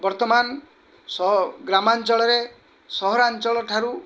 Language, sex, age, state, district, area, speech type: Odia, male, 45-60, Odisha, Kendrapara, urban, spontaneous